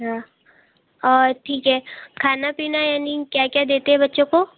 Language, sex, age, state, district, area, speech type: Hindi, female, 18-30, Uttar Pradesh, Bhadohi, urban, conversation